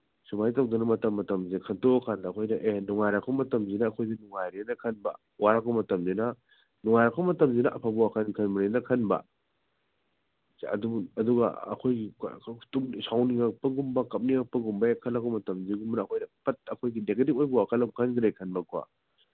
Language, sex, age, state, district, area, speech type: Manipuri, male, 30-45, Manipur, Senapati, rural, conversation